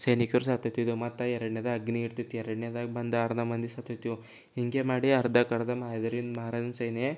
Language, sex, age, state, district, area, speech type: Kannada, male, 18-30, Karnataka, Bidar, urban, spontaneous